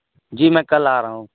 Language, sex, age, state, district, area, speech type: Urdu, male, 18-30, Uttar Pradesh, Siddharthnagar, rural, conversation